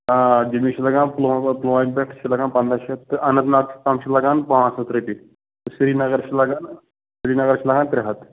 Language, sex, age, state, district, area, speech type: Kashmiri, male, 30-45, Jammu and Kashmir, Pulwama, rural, conversation